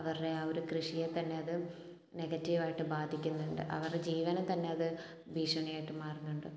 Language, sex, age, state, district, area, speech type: Malayalam, female, 18-30, Kerala, Kottayam, rural, spontaneous